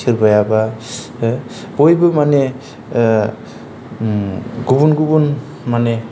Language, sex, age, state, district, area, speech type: Bodo, male, 30-45, Assam, Kokrajhar, rural, spontaneous